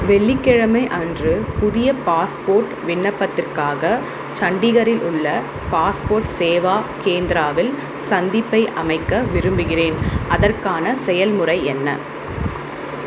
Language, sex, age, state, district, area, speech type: Tamil, female, 30-45, Tamil Nadu, Vellore, urban, read